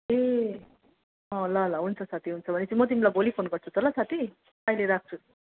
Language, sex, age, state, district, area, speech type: Nepali, female, 30-45, West Bengal, Darjeeling, rural, conversation